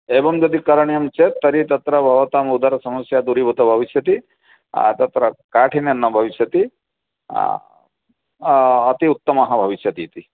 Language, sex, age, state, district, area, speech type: Sanskrit, male, 45-60, Odisha, Cuttack, urban, conversation